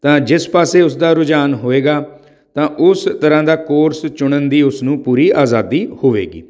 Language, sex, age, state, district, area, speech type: Punjabi, male, 45-60, Punjab, Patiala, urban, spontaneous